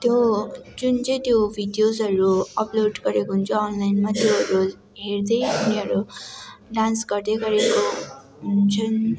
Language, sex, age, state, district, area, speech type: Nepali, female, 18-30, West Bengal, Darjeeling, rural, spontaneous